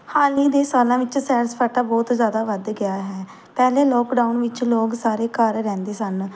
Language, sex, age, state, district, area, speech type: Punjabi, female, 18-30, Punjab, Pathankot, rural, spontaneous